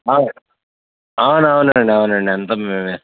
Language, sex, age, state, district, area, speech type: Telugu, male, 60+, Andhra Pradesh, West Godavari, rural, conversation